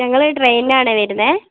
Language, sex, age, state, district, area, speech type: Malayalam, female, 18-30, Kerala, Wayanad, rural, conversation